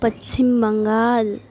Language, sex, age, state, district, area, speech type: Nepali, female, 18-30, West Bengal, Alipurduar, urban, spontaneous